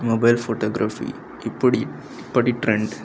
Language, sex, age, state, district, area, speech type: Telugu, male, 18-30, Telangana, Medak, rural, spontaneous